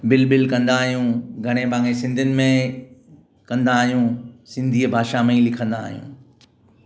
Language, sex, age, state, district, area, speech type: Sindhi, male, 45-60, Maharashtra, Mumbai Suburban, urban, spontaneous